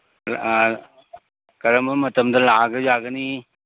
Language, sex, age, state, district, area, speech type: Manipuri, male, 60+, Manipur, Imphal East, urban, conversation